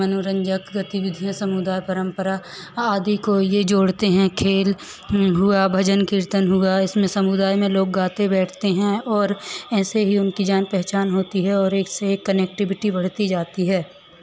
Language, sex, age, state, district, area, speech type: Hindi, female, 18-30, Madhya Pradesh, Hoshangabad, rural, spontaneous